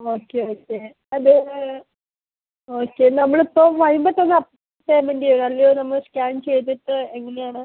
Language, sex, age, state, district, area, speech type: Malayalam, female, 18-30, Kerala, Ernakulam, rural, conversation